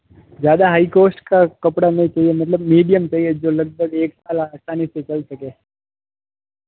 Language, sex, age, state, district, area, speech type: Hindi, male, 18-30, Rajasthan, Jodhpur, urban, conversation